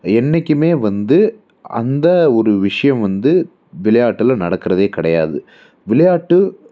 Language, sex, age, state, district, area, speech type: Tamil, male, 30-45, Tamil Nadu, Coimbatore, urban, spontaneous